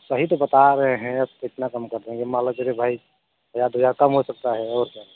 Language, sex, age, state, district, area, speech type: Hindi, male, 45-60, Uttar Pradesh, Mirzapur, rural, conversation